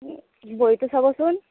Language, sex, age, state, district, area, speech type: Assamese, female, 18-30, Assam, Barpeta, rural, conversation